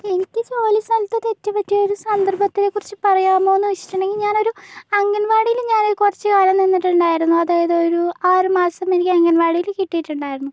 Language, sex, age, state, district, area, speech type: Malayalam, female, 45-60, Kerala, Kozhikode, urban, spontaneous